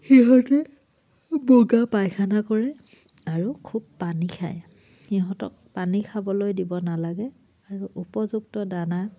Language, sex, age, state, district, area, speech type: Assamese, female, 30-45, Assam, Charaideo, rural, spontaneous